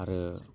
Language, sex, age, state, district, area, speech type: Bodo, male, 18-30, Assam, Udalguri, urban, spontaneous